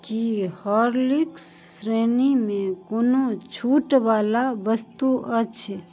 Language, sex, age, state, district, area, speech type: Maithili, female, 30-45, Bihar, Darbhanga, urban, read